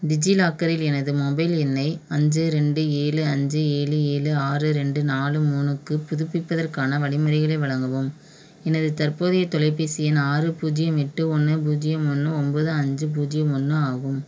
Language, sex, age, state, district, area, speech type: Tamil, female, 30-45, Tamil Nadu, Madurai, urban, read